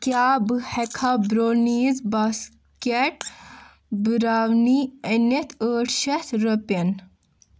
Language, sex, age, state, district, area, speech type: Kashmiri, female, 30-45, Jammu and Kashmir, Bandipora, urban, read